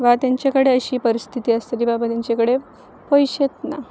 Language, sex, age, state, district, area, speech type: Goan Konkani, female, 18-30, Goa, Pernem, rural, spontaneous